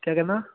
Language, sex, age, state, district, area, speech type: Punjabi, male, 18-30, Punjab, Patiala, urban, conversation